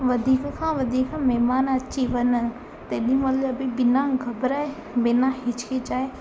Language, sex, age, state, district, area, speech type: Sindhi, female, 18-30, Gujarat, Surat, urban, spontaneous